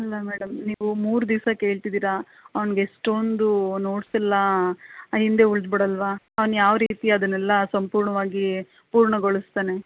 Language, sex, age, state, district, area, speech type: Kannada, female, 30-45, Karnataka, Mandya, urban, conversation